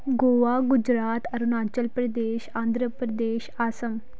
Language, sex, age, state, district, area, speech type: Punjabi, female, 18-30, Punjab, Pathankot, urban, spontaneous